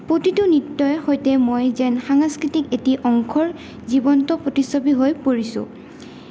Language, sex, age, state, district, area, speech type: Assamese, female, 18-30, Assam, Goalpara, urban, spontaneous